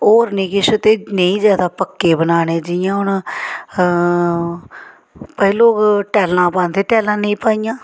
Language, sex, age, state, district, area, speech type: Dogri, female, 45-60, Jammu and Kashmir, Samba, rural, spontaneous